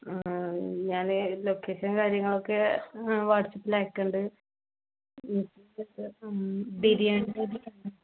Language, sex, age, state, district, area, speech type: Malayalam, female, 18-30, Kerala, Palakkad, rural, conversation